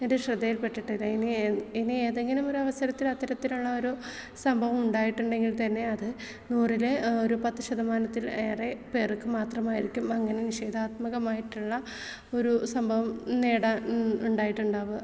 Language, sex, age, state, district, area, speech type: Malayalam, female, 18-30, Kerala, Malappuram, rural, spontaneous